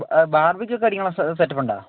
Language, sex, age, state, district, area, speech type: Malayalam, male, 18-30, Kerala, Wayanad, rural, conversation